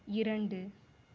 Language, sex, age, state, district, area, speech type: Tamil, female, 18-30, Tamil Nadu, Sivaganga, rural, read